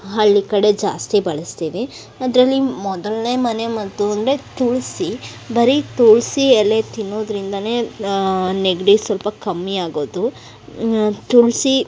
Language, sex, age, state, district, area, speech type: Kannada, female, 18-30, Karnataka, Tumkur, rural, spontaneous